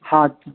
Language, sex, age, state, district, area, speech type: Urdu, male, 60+, Delhi, North East Delhi, urban, conversation